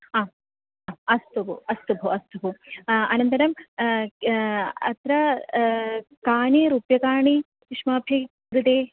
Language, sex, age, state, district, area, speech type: Sanskrit, female, 18-30, Kerala, Ernakulam, urban, conversation